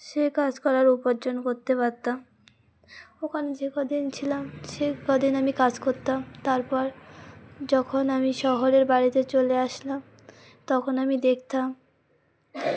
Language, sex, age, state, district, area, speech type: Bengali, female, 18-30, West Bengal, Uttar Dinajpur, urban, spontaneous